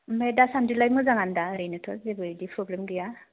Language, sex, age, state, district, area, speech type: Bodo, female, 18-30, Assam, Udalguri, urban, conversation